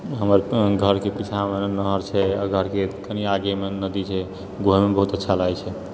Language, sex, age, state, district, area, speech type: Maithili, male, 30-45, Bihar, Purnia, rural, spontaneous